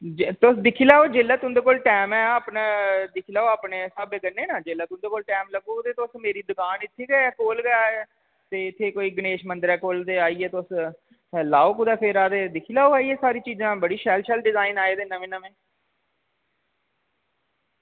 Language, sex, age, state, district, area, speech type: Dogri, male, 18-30, Jammu and Kashmir, Reasi, rural, conversation